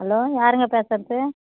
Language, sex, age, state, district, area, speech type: Tamil, female, 60+, Tamil Nadu, Viluppuram, rural, conversation